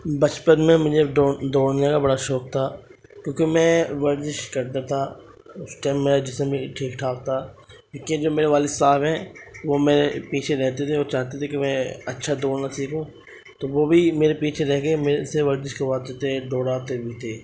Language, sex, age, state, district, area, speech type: Urdu, male, 18-30, Uttar Pradesh, Ghaziabad, rural, spontaneous